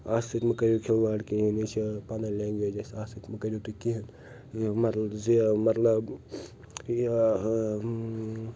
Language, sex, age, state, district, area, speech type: Kashmiri, male, 18-30, Jammu and Kashmir, Srinagar, urban, spontaneous